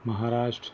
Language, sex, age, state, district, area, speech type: Gujarati, male, 45-60, Gujarat, Ahmedabad, urban, spontaneous